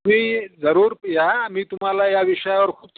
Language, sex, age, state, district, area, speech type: Marathi, male, 45-60, Maharashtra, Wardha, urban, conversation